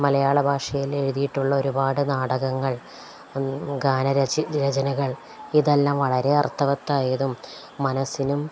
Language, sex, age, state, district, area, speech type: Malayalam, female, 45-60, Kerala, Palakkad, rural, spontaneous